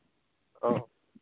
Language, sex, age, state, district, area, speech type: Santali, male, 18-30, Jharkhand, East Singhbhum, rural, conversation